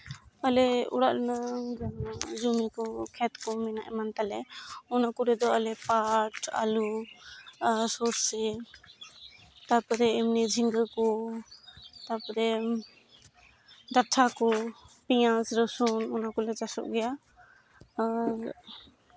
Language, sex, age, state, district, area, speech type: Santali, female, 18-30, West Bengal, Malda, rural, spontaneous